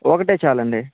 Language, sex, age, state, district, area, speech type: Telugu, male, 18-30, Andhra Pradesh, Sri Balaji, urban, conversation